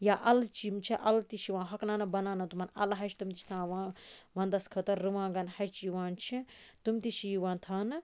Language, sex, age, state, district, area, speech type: Kashmiri, female, 30-45, Jammu and Kashmir, Baramulla, rural, spontaneous